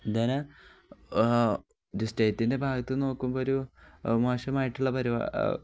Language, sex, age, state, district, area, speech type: Malayalam, male, 18-30, Kerala, Kozhikode, rural, spontaneous